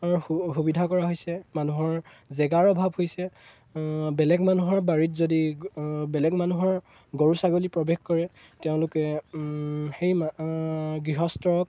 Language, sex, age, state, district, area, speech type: Assamese, male, 18-30, Assam, Golaghat, rural, spontaneous